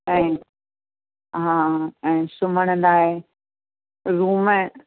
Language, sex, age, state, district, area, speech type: Sindhi, female, 60+, Uttar Pradesh, Lucknow, rural, conversation